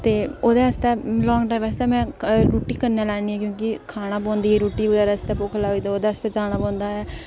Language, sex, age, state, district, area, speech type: Dogri, female, 18-30, Jammu and Kashmir, Udhampur, rural, spontaneous